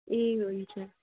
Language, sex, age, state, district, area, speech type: Nepali, female, 18-30, West Bengal, Darjeeling, rural, conversation